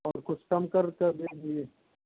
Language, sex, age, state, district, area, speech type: Hindi, male, 30-45, Uttar Pradesh, Mau, urban, conversation